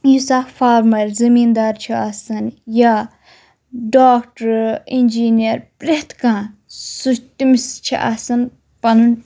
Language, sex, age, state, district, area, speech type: Kashmiri, female, 18-30, Jammu and Kashmir, Shopian, rural, spontaneous